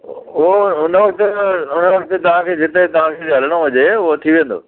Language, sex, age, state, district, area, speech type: Sindhi, male, 60+, Gujarat, Kutch, rural, conversation